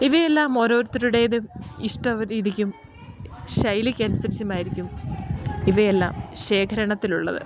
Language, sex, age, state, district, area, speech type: Malayalam, female, 30-45, Kerala, Idukki, rural, spontaneous